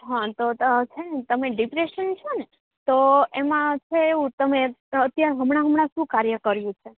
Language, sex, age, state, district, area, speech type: Gujarati, female, 18-30, Gujarat, Rajkot, urban, conversation